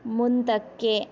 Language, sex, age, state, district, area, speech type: Kannada, female, 30-45, Karnataka, Bidar, urban, read